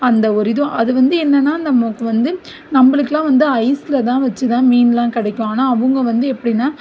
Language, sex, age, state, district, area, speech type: Tamil, female, 45-60, Tamil Nadu, Mayiladuthurai, rural, spontaneous